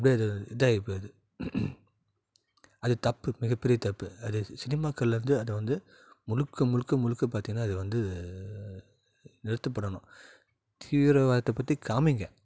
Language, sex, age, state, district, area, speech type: Tamil, male, 30-45, Tamil Nadu, Salem, urban, spontaneous